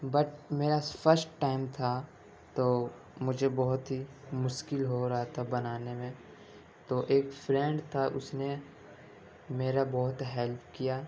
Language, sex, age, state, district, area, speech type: Urdu, male, 18-30, Delhi, Central Delhi, urban, spontaneous